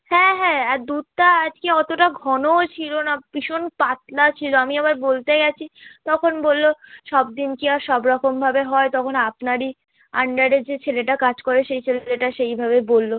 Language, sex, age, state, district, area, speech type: Bengali, female, 18-30, West Bengal, South 24 Parganas, rural, conversation